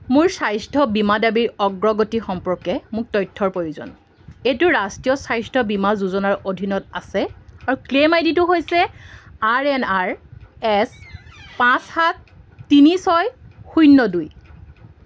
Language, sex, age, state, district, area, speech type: Assamese, female, 18-30, Assam, Golaghat, rural, read